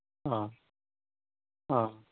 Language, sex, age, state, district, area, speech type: Assamese, male, 60+, Assam, Majuli, urban, conversation